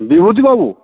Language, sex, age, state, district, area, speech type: Bengali, male, 45-60, West Bengal, Uttar Dinajpur, urban, conversation